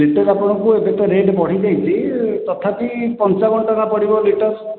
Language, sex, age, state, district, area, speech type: Odia, male, 45-60, Odisha, Khordha, rural, conversation